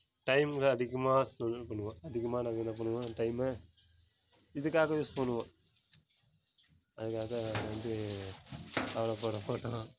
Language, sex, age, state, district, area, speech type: Tamil, male, 18-30, Tamil Nadu, Kallakurichi, rural, spontaneous